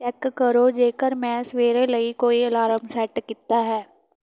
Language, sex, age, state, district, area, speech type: Punjabi, female, 18-30, Punjab, Fatehgarh Sahib, rural, read